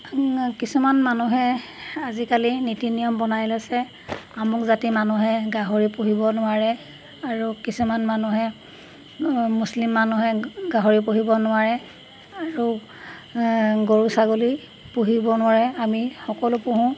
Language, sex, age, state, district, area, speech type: Assamese, female, 45-60, Assam, Golaghat, rural, spontaneous